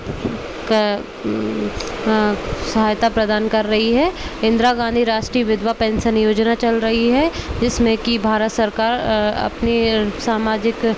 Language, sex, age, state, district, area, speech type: Hindi, female, 18-30, Madhya Pradesh, Indore, urban, spontaneous